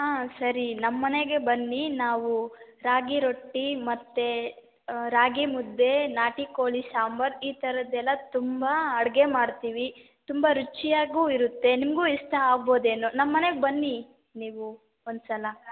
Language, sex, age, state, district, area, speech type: Kannada, female, 18-30, Karnataka, Chitradurga, rural, conversation